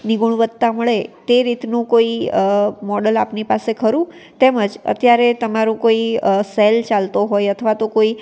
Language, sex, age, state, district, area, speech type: Gujarati, female, 18-30, Gujarat, Anand, urban, spontaneous